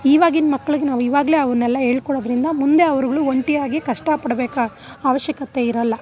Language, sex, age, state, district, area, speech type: Kannada, female, 30-45, Karnataka, Bangalore Urban, urban, spontaneous